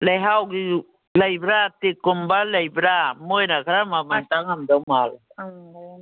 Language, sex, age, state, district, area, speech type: Manipuri, female, 60+, Manipur, Kangpokpi, urban, conversation